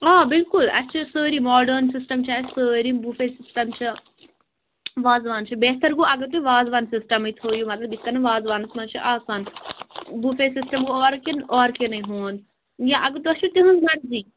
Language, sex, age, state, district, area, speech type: Kashmiri, female, 18-30, Jammu and Kashmir, Baramulla, rural, conversation